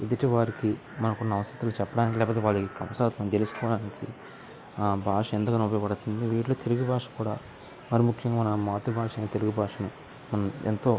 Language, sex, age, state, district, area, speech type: Telugu, male, 18-30, Andhra Pradesh, Krishna, rural, spontaneous